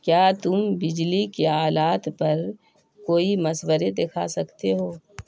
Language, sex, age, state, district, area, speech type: Urdu, female, 60+, Bihar, Khagaria, rural, read